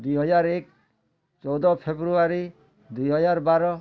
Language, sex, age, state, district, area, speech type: Odia, male, 60+, Odisha, Bargarh, urban, spontaneous